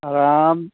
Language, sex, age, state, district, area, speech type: Bodo, male, 60+, Assam, Chirang, rural, conversation